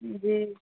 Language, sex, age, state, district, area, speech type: Urdu, female, 30-45, Delhi, New Delhi, urban, conversation